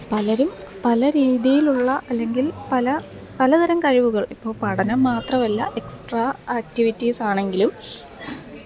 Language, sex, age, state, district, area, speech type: Malayalam, female, 30-45, Kerala, Pathanamthitta, rural, spontaneous